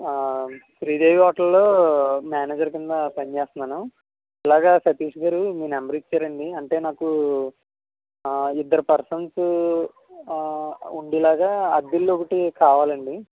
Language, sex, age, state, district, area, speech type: Telugu, male, 18-30, Andhra Pradesh, Konaseema, rural, conversation